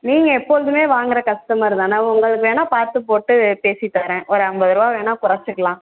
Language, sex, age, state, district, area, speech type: Tamil, female, 18-30, Tamil Nadu, Tiruvallur, rural, conversation